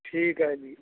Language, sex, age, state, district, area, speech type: Punjabi, male, 60+, Punjab, Bathinda, urban, conversation